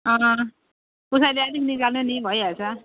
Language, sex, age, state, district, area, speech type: Nepali, female, 45-60, West Bengal, Jalpaiguri, rural, conversation